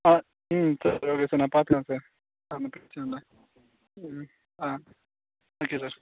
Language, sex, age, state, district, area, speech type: Tamil, male, 18-30, Tamil Nadu, Dharmapuri, rural, conversation